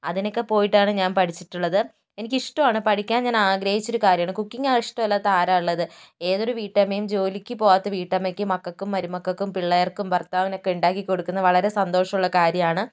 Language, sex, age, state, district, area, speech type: Malayalam, female, 60+, Kerala, Kozhikode, rural, spontaneous